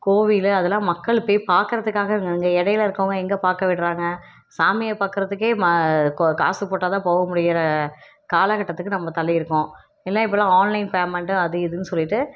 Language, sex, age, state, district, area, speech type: Tamil, female, 30-45, Tamil Nadu, Perambalur, rural, spontaneous